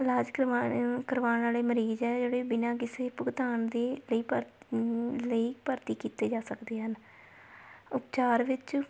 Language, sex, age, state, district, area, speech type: Punjabi, female, 18-30, Punjab, Shaheed Bhagat Singh Nagar, rural, spontaneous